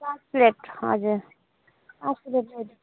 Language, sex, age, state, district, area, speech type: Nepali, female, 30-45, West Bengal, Alipurduar, urban, conversation